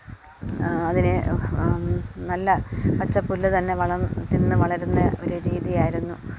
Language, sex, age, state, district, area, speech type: Malayalam, female, 45-60, Kerala, Alappuzha, rural, spontaneous